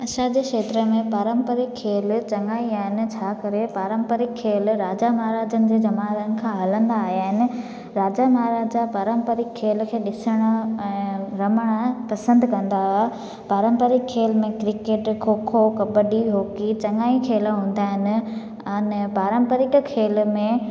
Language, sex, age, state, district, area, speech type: Sindhi, female, 18-30, Gujarat, Junagadh, urban, spontaneous